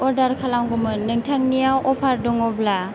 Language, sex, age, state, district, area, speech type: Bodo, female, 18-30, Assam, Chirang, rural, spontaneous